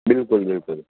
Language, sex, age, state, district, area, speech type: Gujarati, male, 30-45, Gujarat, Narmada, urban, conversation